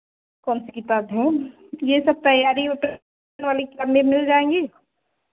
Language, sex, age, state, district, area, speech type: Hindi, female, 18-30, Uttar Pradesh, Chandauli, rural, conversation